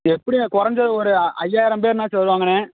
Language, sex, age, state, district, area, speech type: Tamil, male, 18-30, Tamil Nadu, Madurai, rural, conversation